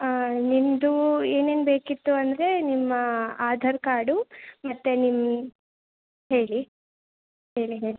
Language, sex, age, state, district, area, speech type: Kannada, female, 18-30, Karnataka, Chikkaballapur, urban, conversation